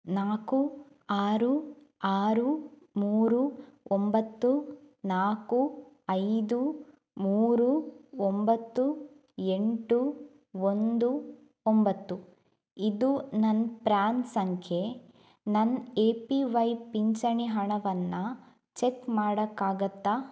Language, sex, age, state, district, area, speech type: Kannada, female, 18-30, Karnataka, Udupi, rural, read